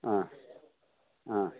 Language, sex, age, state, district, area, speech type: Malayalam, male, 60+, Kerala, Idukki, rural, conversation